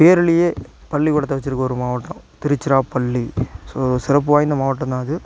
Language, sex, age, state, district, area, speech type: Tamil, male, 45-60, Tamil Nadu, Tiruchirappalli, rural, spontaneous